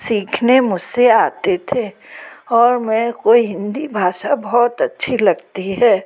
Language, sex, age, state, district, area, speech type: Hindi, female, 60+, Madhya Pradesh, Gwalior, rural, spontaneous